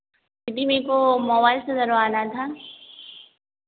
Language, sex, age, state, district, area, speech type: Hindi, female, 30-45, Madhya Pradesh, Hoshangabad, rural, conversation